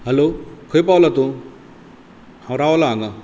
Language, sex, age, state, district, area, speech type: Goan Konkani, male, 45-60, Goa, Bardez, rural, spontaneous